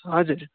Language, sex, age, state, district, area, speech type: Nepali, male, 45-60, West Bengal, Darjeeling, rural, conversation